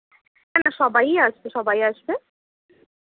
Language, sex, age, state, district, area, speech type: Bengali, female, 18-30, West Bengal, Purulia, urban, conversation